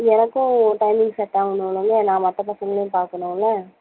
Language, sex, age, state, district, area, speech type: Tamil, female, 45-60, Tamil Nadu, Tiruvallur, urban, conversation